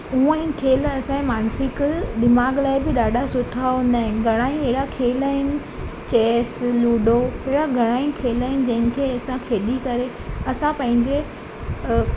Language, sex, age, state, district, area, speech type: Sindhi, female, 18-30, Gujarat, Surat, urban, spontaneous